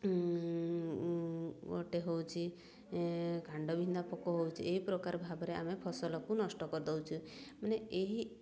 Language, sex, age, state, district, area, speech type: Odia, female, 30-45, Odisha, Mayurbhanj, rural, spontaneous